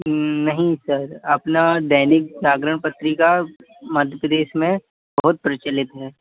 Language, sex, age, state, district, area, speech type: Hindi, male, 18-30, Madhya Pradesh, Gwalior, urban, conversation